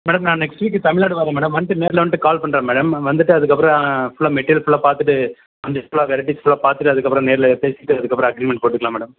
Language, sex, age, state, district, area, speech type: Tamil, male, 30-45, Tamil Nadu, Dharmapuri, rural, conversation